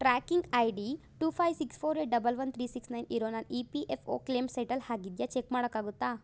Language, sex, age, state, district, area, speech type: Kannada, female, 30-45, Karnataka, Tumkur, rural, read